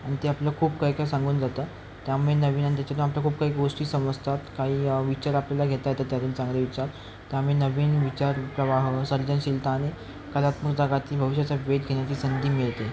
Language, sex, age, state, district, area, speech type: Marathi, male, 18-30, Maharashtra, Ratnagiri, urban, spontaneous